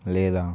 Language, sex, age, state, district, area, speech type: Telugu, male, 18-30, Telangana, Nirmal, rural, spontaneous